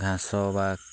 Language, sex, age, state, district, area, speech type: Odia, male, 18-30, Odisha, Ganjam, urban, spontaneous